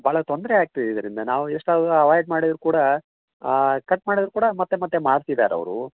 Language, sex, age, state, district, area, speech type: Kannada, male, 60+, Karnataka, Koppal, rural, conversation